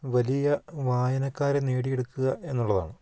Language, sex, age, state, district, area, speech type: Malayalam, male, 45-60, Kerala, Idukki, rural, spontaneous